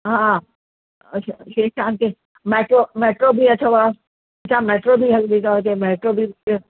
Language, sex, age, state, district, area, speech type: Sindhi, female, 60+, Uttar Pradesh, Lucknow, rural, conversation